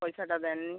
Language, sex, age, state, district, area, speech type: Bengali, female, 45-60, West Bengal, Bankura, rural, conversation